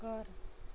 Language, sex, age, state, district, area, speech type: Gujarati, female, 18-30, Gujarat, Anand, rural, read